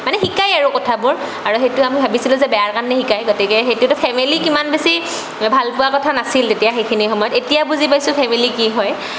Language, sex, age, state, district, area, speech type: Assamese, female, 30-45, Assam, Barpeta, urban, spontaneous